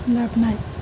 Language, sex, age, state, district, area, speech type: Assamese, female, 30-45, Assam, Nalbari, rural, spontaneous